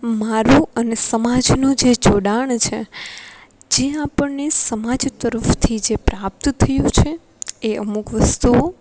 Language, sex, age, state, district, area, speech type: Gujarati, female, 18-30, Gujarat, Rajkot, rural, spontaneous